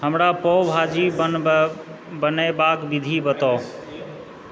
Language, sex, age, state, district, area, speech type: Maithili, male, 30-45, Bihar, Supaul, rural, read